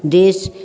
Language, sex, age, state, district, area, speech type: Maithili, female, 60+, Bihar, Darbhanga, urban, spontaneous